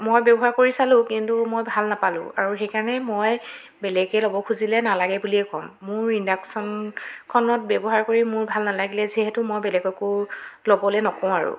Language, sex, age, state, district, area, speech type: Assamese, female, 18-30, Assam, Jorhat, urban, spontaneous